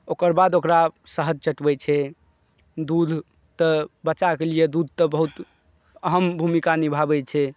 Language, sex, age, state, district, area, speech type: Maithili, male, 45-60, Bihar, Saharsa, urban, spontaneous